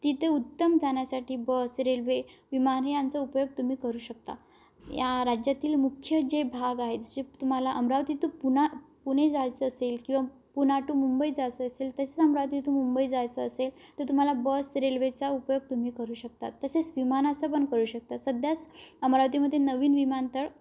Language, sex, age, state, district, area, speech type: Marathi, female, 18-30, Maharashtra, Amravati, rural, spontaneous